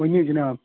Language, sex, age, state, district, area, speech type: Kashmiri, male, 18-30, Jammu and Kashmir, Ganderbal, rural, conversation